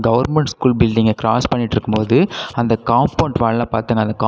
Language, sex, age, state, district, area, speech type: Tamil, male, 18-30, Tamil Nadu, Cuddalore, rural, spontaneous